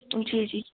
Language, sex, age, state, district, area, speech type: Dogri, female, 18-30, Jammu and Kashmir, Udhampur, rural, conversation